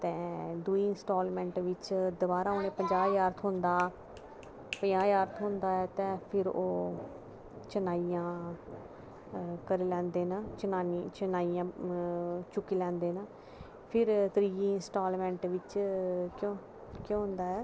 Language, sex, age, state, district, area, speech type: Dogri, female, 30-45, Jammu and Kashmir, Kathua, rural, spontaneous